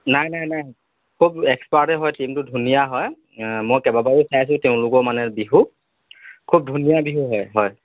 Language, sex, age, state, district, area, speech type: Assamese, male, 30-45, Assam, Lakhimpur, rural, conversation